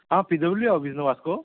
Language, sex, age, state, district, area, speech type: Goan Konkani, male, 30-45, Goa, Murmgao, rural, conversation